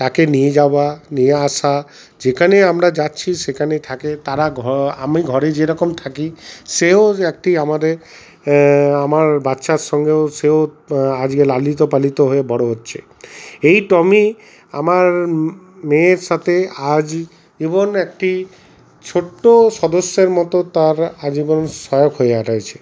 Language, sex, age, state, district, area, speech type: Bengali, male, 45-60, West Bengal, Paschim Bardhaman, urban, spontaneous